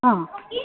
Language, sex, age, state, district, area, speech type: Assamese, female, 45-60, Assam, Sivasagar, rural, conversation